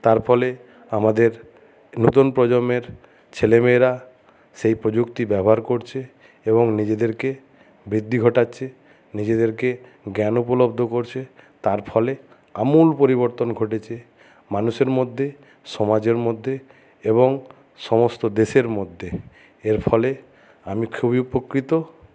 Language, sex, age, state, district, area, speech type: Bengali, male, 60+, West Bengal, Jhargram, rural, spontaneous